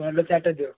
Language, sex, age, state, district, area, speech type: Odia, male, 30-45, Odisha, Kendujhar, urban, conversation